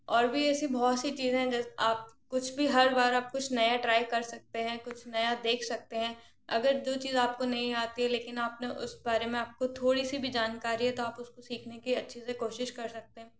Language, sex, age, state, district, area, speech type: Hindi, female, 18-30, Madhya Pradesh, Gwalior, rural, spontaneous